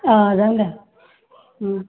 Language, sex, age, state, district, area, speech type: Assamese, female, 60+, Assam, Barpeta, rural, conversation